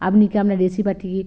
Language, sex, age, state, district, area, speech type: Bengali, female, 45-60, West Bengal, Bankura, urban, spontaneous